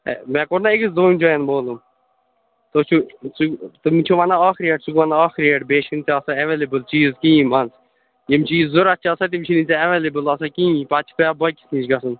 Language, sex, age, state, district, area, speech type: Kashmiri, male, 45-60, Jammu and Kashmir, Srinagar, urban, conversation